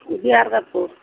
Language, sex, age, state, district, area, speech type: Assamese, female, 60+, Assam, Nalbari, rural, conversation